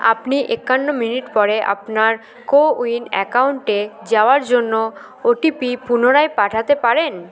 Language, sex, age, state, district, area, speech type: Bengali, female, 18-30, West Bengal, Hooghly, urban, read